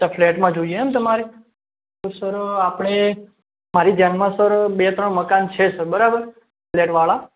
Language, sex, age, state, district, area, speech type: Gujarati, male, 45-60, Gujarat, Mehsana, rural, conversation